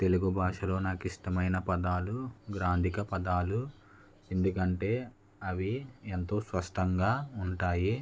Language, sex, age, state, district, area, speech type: Telugu, male, 18-30, Andhra Pradesh, West Godavari, rural, spontaneous